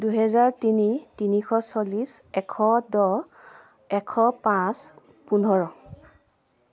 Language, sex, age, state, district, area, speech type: Assamese, female, 30-45, Assam, Lakhimpur, rural, spontaneous